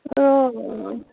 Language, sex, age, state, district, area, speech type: Assamese, female, 45-60, Assam, Dibrugarh, rural, conversation